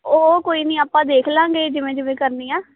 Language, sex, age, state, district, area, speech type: Punjabi, female, 18-30, Punjab, Ludhiana, rural, conversation